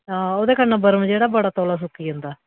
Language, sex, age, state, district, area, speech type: Dogri, female, 45-60, Jammu and Kashmir, Udhampur, urban, conversation